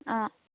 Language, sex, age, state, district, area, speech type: Assamese, female, 18-30, Assam, Sivasagar, rural, conversation